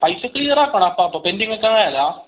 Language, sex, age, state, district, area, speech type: Malayalam, male, 18-30, Kerala, Kasaragod, rural, conversation